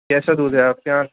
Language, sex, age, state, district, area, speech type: Urdu, male, 30-45, Uttar Pradesh, Muzaffarnagar, urban, conversation